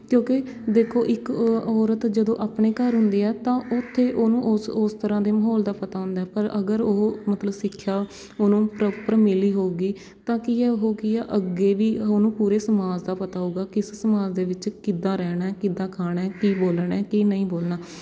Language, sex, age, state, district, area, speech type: Punjabi, female, 18-30, Punjab, Shaheed Bhagat Singh Nagar, urban, spontaneous